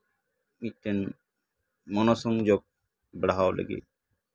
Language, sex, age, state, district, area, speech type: Santali, male, 30-45, West Bengal, Birbhum, rural, spontaneous